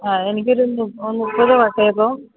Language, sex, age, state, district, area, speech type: Malayalam, female, 30-45, Kerala, Idukki, rural, conversation